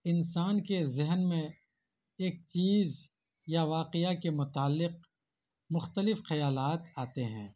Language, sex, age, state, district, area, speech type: Urdu, male, 18-30, Bihar, Purnia, rural, spontaneous